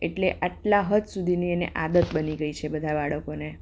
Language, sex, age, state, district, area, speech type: Gujarati, female, 30-45, Gujarat, Kheda, urban, spontaneous